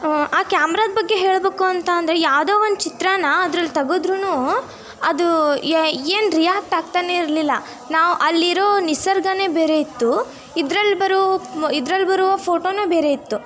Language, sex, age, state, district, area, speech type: Kannada, female, 18-30, Karnataka, Tumkur, rural, spontaneous